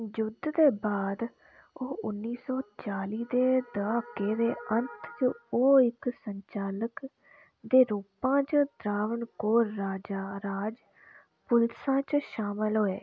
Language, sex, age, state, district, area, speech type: Dogri, female, 18-30, Jammu and Kashmir, Udhampur, rural, read